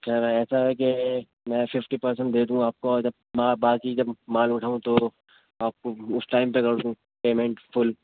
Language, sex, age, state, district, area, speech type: Urdu, male, 18-30, Uttar Pradesh, Rampur, urban, conversation